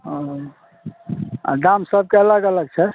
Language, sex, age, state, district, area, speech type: Maithili, male, 60+, Bihar, Madhepura, rural, conversation